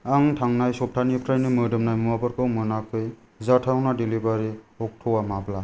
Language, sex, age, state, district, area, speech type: Bodo, male, 30-45, Assam, Kokrajhar, rural, read